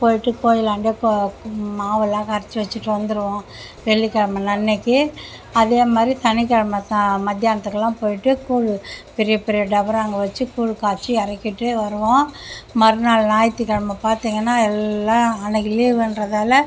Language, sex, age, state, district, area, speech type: Tamil, female, 60+, Tamil Nadu, Mayiladuthurai, rural, spontaneous